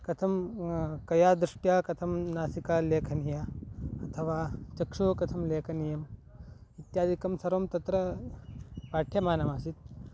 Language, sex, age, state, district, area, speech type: Sanskrit, male, 18-30, Karnataka, Chikkaballapur, rural, spontaneous